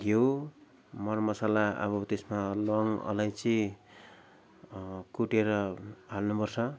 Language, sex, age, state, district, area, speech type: Nepali, male, 45-60, West Bengal, Darjeeling, rural, spontaneous